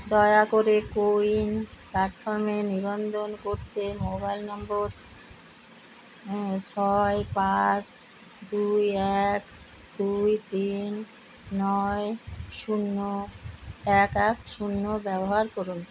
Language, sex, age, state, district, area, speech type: Bengali, female, 60+, West Bengal, Kolkata, urban, read